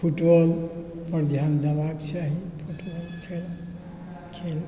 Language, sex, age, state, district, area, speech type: Maithili, male, 60+, Bihar, Supaul, rural, spontaneous